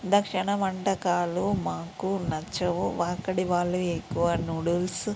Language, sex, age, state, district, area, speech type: Telugu, female, 30-45, Telangana, Peddapalli, rural, spontaneous